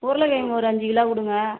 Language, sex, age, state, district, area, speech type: Tamil, female, 45-60, Tamil Nadu, Tiruvannamalai, rural, conversation